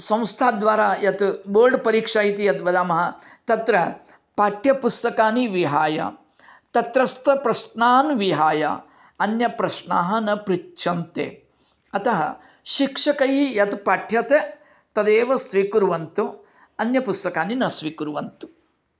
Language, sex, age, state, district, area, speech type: Sanskrit, male, 45-60, Karnataka, Dharwad, urban, spontaneous